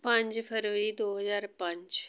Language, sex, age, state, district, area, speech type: Punjabi, female, 45-60, Punjab, Amritsar, urban, spontaneous